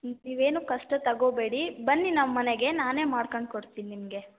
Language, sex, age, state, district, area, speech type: Kannada, female, 18-30, Karnataka, Chitradurga, rural, conversation